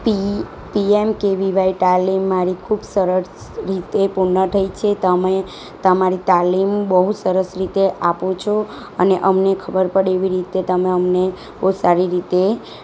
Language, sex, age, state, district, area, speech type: Gujarati, female, 30-45, Gujarat, Surat, rural, spontaneous